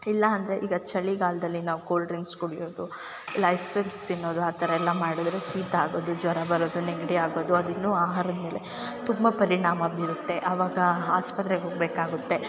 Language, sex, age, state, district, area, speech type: Kannada, female, 18-30, Karnataka, Chikkamagaluru, rural, spontaneous